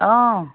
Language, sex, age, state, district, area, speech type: Assamese, female, 30-45, Assam, Majuli, rural, conversation